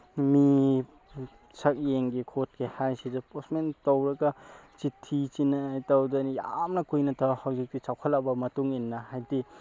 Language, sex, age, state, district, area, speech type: Manipuri, male, 18-30, Manipur, Tengnoupal, urban, spontaneous